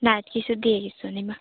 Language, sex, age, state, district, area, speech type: Manipuri, female, 18-30, Manipur, Churachandpur, rural, conversation